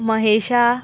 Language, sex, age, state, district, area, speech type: Goan Konkani, female, 18-30, Goa, Murmgao, rural, spontaneous